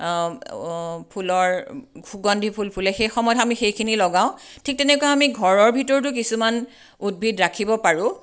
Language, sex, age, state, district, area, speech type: Assamese, female, 45-60, Assam, Tinsukia, urban, spontaneous